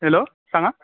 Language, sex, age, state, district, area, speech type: Goan Konkani, male, 18-30, Goa, Bardez, rural, conversation